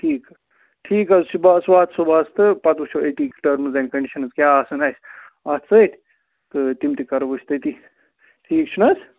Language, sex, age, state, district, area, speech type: Kashmiri, male, 18-30, Jammu and Kashmir, Budgam, rural, conversation